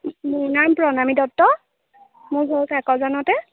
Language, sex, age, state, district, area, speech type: Assamese, female, 18-30, Assam, Jorhat, urban, conversation